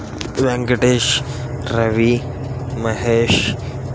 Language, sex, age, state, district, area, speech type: Telugu, male, 18-30, Andhra Pradesh, Srikakulam, rural, spontaneous